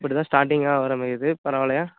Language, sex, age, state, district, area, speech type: Tamil, male, 18-30, Tamil Nadu, Nagapattinam, urban, conversation